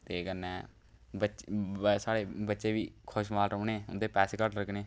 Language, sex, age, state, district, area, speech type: Dogri, male, 30-45, Jammu and Kashmir, Udhampur, rural, spontaneous